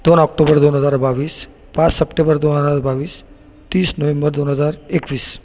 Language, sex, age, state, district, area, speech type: Marathi, male, 30-45, Maharashtra, Buldhana, urban, spontaneous